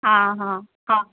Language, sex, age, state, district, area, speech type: Hindi, female, 45-60, Bihar, Darbhanga, rural, conversation